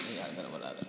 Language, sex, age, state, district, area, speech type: Hindi, male, 18-30, Bihar, Darbhanga, rural, spontaneous